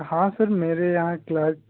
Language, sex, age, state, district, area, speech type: Hindi, male, 18-30, Bihar, Darbhanga, urban, conversation